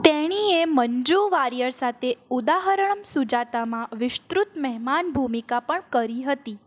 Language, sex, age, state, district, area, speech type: Gujarati, female, 45-60, Gujarat, Mehsana, rural, read